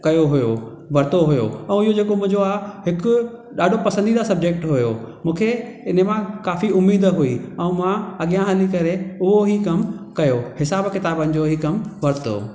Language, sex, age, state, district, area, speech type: Sindhi, male, 45-60, Maharashtra, Thane, urban, spontaneous